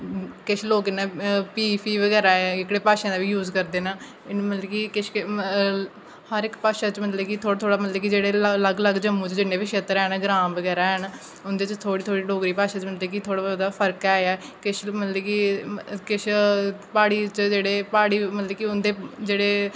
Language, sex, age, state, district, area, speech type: Dogri, female, 18-30, Jammu and Kashmir, Jammu, rural, spontaneous